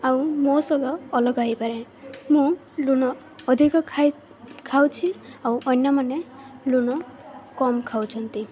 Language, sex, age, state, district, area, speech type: Odia, female, 18-30, Odisha, Malkangiri, urban, spontaneous